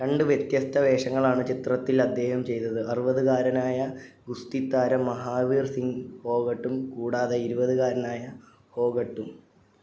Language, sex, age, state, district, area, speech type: Malayalam, male, 18-30, Kerala, Wayanad, rural, read